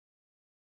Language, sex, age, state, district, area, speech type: Malayalam, male, 18-30, Kerala, Idukki, rural, conversation